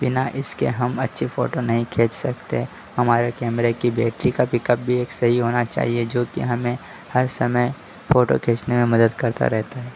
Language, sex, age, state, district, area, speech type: Hindi, male, 30-45, Madhya Pradesh, Harda, urban, spontaneous